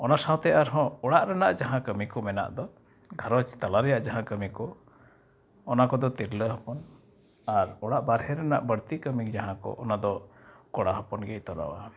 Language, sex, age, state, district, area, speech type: Santali, male, 30-45, West Bengal, Uttar Dinajpur, rural, spontaneous